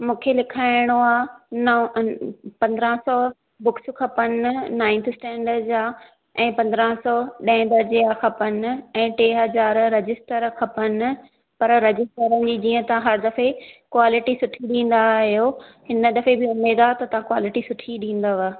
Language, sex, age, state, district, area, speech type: Sindhi, female, 30-45, Maharashtra, Thane, urban, conversation